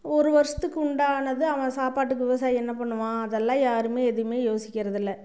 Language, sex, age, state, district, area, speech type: Tamil, female, 45-60, Tamil Nadu, Namakkal, rural, spontaneous